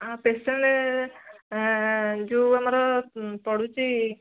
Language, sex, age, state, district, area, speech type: Odia, female, 18-30, Odisha, Kendujhar, urban, conversation